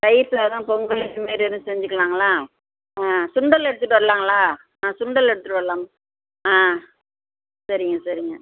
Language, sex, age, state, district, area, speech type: Tamil, female, 60+, Tamil Nadu, Perambalur, urban, conversation